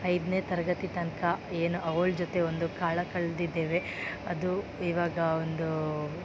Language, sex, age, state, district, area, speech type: Kannada, female, 18-30, Karnataka, Dakshina Kannada, rural, spontaneous